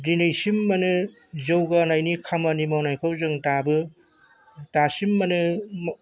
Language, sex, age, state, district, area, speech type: Bodo, male, 45-60, Assam, Chirang, urban, spontaneous